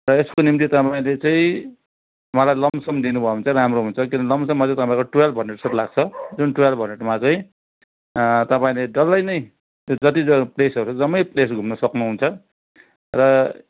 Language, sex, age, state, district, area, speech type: Nepali, male, 60+, West Bengal, Kalimpong, rural, conversation